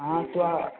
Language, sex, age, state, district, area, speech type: Hindi, male, 30-45, Uttar Pradesh, Lucknow, rural, conversation